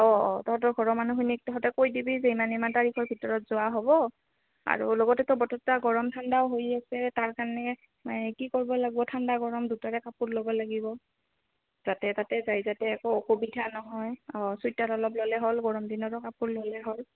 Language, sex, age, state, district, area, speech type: Assamese, female, 18-30, Assam, Goalpara, rural, conversation